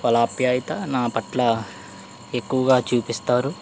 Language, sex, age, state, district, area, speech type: Telugu, male, 18-30, Andhra Pradesh, East Godavari, urban, spontaneous